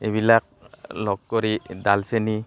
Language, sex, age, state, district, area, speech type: Assamese, male, 30-45, Assam, Barpeta, rural, spontaneous